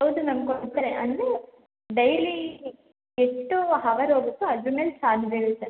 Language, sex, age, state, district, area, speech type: Kannada, female, 18-30, Karnataka, Mandya, rural, conversation